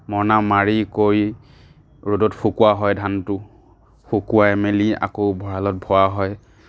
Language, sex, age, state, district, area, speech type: Assamese, male, 30-45, Assam, Nagaon, rural, spontaneous